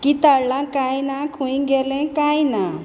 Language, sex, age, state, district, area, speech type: Goan Konkani, female, 30-45, Goa, Quepem, rural, spontaneous